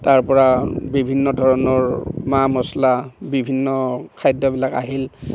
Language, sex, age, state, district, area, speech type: Assamese, male, 45-60, Assam, Barpeta, rural, spontaneous